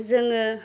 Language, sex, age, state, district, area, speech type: Bodo, female, 30-45, Assam, Chirang, rural, spontaneous